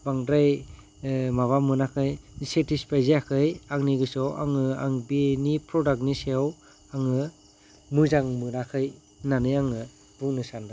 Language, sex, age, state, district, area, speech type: Bodo, male, 30-45, Assam, Kokrajhar, rural, spontaneous